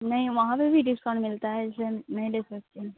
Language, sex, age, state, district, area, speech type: Hindi, female, 18-30, Bihar, Muzaffarpur, rural, conversation